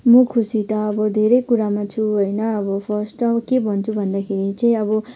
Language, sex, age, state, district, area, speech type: Nepali, female, 18-30, West Bengal, Kalimpong, rural, spontaneous